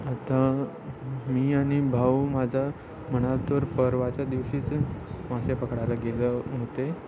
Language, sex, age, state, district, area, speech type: Marathi, male, 18-30, Maharashtra, Ratnagiri, rural, spontaneous